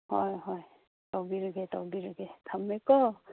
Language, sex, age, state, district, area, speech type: Manipuri, female, 18-30, Manipur, Kangpokpi, urban, conversation